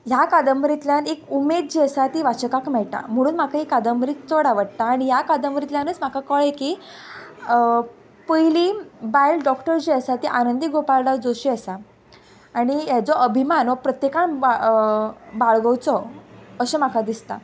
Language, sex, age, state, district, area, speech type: Goan Konkani, female, 18-30, Goa, Quepem, rural, spontaneous